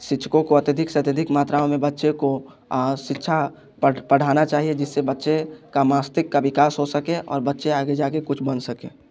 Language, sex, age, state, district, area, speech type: Hindi, male, 18-30, Bihar, Muzaffarpur, rural, spontaneous